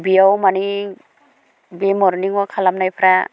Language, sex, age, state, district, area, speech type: Bodo, female, 45-60, Assam, Baksa, rural, spontaneous